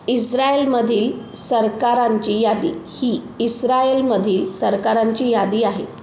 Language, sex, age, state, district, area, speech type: Marathi, female, 30-45, Maharashtra, Sindhudurg, rural, read